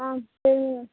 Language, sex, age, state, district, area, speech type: Tamil, female, 18-30, Tamil Nadu, Thoothukudi, urban, conversation